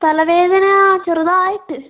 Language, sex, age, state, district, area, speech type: Malayalam, female, 18-30, Kerala, Wayanad, rural, conversation